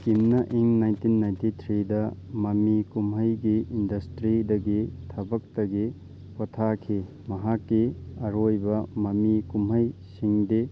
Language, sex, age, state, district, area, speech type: Manipuri, male, 18-30, Manipur, Thoubal, rural, read